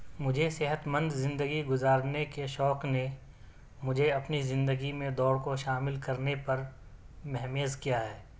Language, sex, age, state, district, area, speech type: Urdu, male, 30-45, Delhi, South Delhi, urban, spontaneous